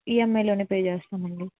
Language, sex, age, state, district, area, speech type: Telugu, female, 18-30, Andhra Pradesh, N T Rama Rao, urban, conversation